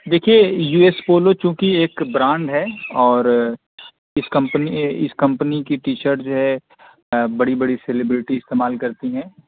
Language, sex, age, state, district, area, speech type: Urdu, male, 30-45, Uttar Pradesh, Azamgarh, rural, conversation